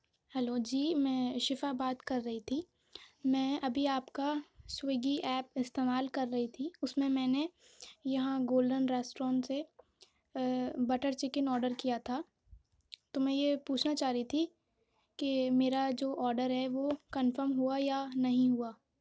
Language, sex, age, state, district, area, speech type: Urdu, female, 18-30, Uttar Pradesh, Aligarh, urban, spontaneous